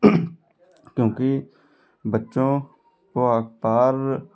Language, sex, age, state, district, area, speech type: Hindi, male, 45-60, Uttar Pradesh, Lucknow, rural, spontaneous